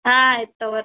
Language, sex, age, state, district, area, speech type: Kannada, female, 18-30, Karnataka, Bidar, urban, conversation